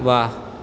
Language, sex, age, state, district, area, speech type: Maithili, male, 30-45, Bihar, Supaul, urban, read